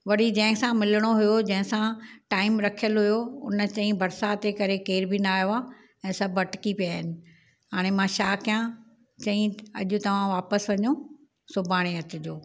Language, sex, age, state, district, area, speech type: Sindhi, female, 60+, Maharashtra, Thane, urban, spontaneous